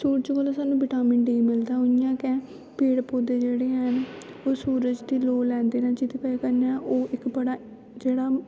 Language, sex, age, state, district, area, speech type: Dogri, female, 18-30, Jammu and Kashmir, Kathua, rural, spontaneous